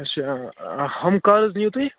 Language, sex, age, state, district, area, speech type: Kashmiri, male, 18-30, Jammu and Kashmir, Kupwara, urban, conversation